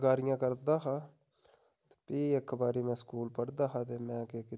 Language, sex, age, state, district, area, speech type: Dogri, male, 30-45, Jammu and Kashmir, Udhampur, rural, spontaneous